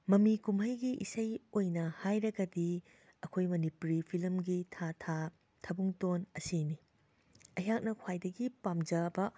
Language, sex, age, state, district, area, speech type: Manipuri, female, 45-60, Manipur, Imphal West, urban, spontaneous